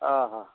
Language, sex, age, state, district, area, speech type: Maithili, male, 30-45, Bihar, Begusarai, rural, conversation